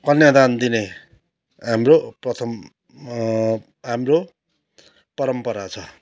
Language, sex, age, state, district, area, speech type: Nepali, male, 45-60, West Bengal, Kalimpong, rural, spontaneous